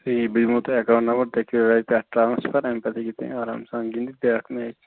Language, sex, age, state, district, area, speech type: Kashmiri, male, 30-45, Jammu and Kashmir, Ganderbal, rural, conversation